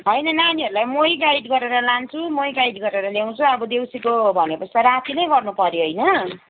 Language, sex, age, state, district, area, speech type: Nepali, female, 30-45, West Bengal, Kalimpong, rural, conversation